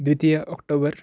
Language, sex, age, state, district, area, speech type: Sanskrit, male, 18-30, Karnataka, Uttara Kannada, urban, spontaneous